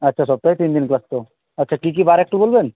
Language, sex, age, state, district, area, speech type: Bengali, male, 18-30, West Bengal, Uttar Dinajpur, rural, conversation